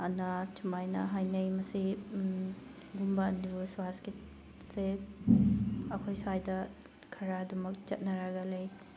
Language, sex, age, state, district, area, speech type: Manipuri, female, 30-45, Manipur, Thoubal, rural, spontaneous